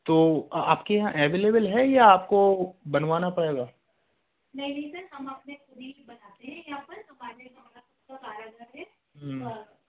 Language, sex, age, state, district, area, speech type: Hindi, male, 30-45, Rajasthan, Jaipur, rural, conversation